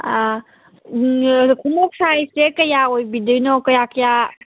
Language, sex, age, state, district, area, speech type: Manipuri, female, 18-30, Manipur, Kangpokpi, urban, conversation